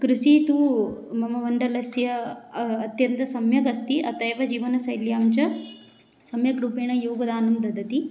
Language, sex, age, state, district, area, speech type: Sanskrit, female, 18-30, Odisha, Jagatsinghpur, urban, spontaneous